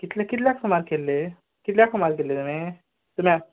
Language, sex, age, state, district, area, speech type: Goan Konkani, male, 18-30, Goa, Canacona, rural, conversation